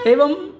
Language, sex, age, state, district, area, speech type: Sanskrit, male, 60+, Tamil Nadu, Mayiladuthurai, urban, spontaneous